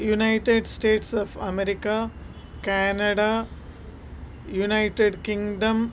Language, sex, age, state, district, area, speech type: Sanskrit, female, 45-60, Andhra Pradesh, Krishna, urban, spontaneous